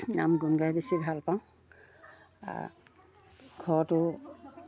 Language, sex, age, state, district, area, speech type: Assamese, female, 60+, Assam, Lakhimpur, rural, spontaneous